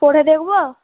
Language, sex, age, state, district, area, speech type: Bengali, female, 18-30, West Bengal, Malda, urban, conversation